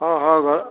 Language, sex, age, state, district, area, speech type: Odia, male, 60+, Odisha, Dhenkanal, rural, conversation